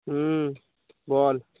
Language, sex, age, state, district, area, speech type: Bengali, male, 18-30, West Bengal, Dakshin Dinajpur, urban, conversation